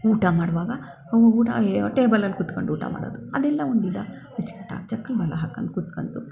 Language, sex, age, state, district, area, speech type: Kannada, female, 60+, Karnataka, Mysore, urban, spontaneous